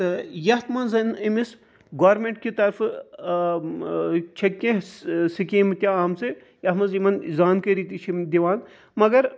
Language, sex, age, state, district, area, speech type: Kashmiri, male, 45-60, Jammu and Kashmir, Srinagar, urban, spontaneous